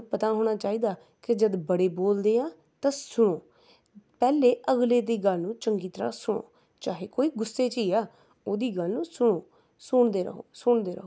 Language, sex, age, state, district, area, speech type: Punjabi, female, 30-45, Punjab, Rupnagar, urban, spontaneous